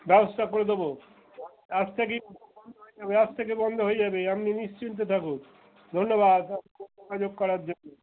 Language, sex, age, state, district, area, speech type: Bengali, male, 60+, West Bengal, Darjeeling, rural, conversation